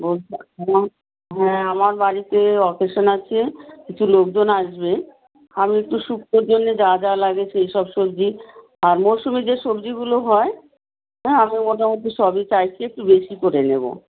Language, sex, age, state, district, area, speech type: Bengali, female, 60+, West Bengal, South 24 Parganas, rural, conversation